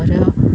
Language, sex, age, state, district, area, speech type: Malayalam, female, 30-45, Kerala, Pathanamthitta, rural, spontaneous